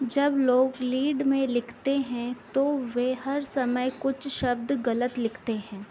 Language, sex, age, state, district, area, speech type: Hindi, female, 45-60, Madhya Pradesh, Harda, urban, read